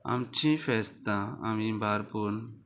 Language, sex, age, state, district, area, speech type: Goan Konkani, male, 30-45, Goa, Murmgao, rural, spontaneous